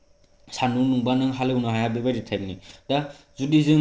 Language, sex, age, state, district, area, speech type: Bodo, male, 18-30, Assam, Kokrajhar, urban, spontaneous